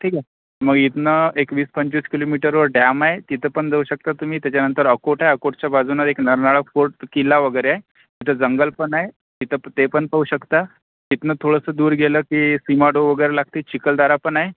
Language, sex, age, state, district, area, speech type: Marathi, male, 45-60, Maharashtra, Akola, urban, conversation